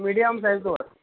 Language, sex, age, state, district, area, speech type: Goan Konkani, male, 18-30, Goa, Bardez, urban, conversation